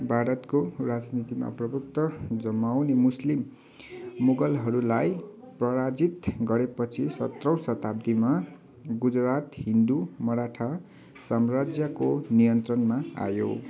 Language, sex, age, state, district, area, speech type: Nepali, male, 18-30, West Bengal, Kalimpong, rural, read